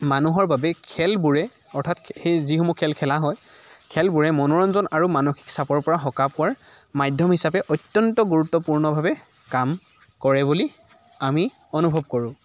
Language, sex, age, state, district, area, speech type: Assamese, male, 18-30, Assam, Dibrugarh, rural, spontaneous